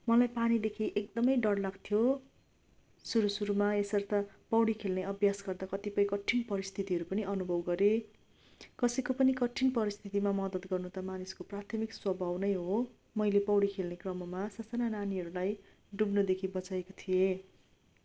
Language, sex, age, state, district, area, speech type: Nepali, female, 30-45, West Bengal, Darjeeling, rural, spontaneous